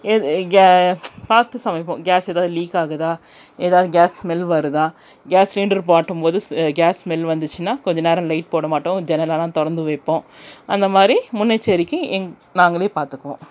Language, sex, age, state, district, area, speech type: Tamil, female, 30-45, Tamil Nadu, Krishnagiri, rural, spontaneous